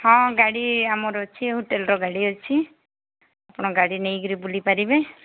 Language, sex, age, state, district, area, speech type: Odia, female, 45-60, Odisha, Sambalpur, rural, conversation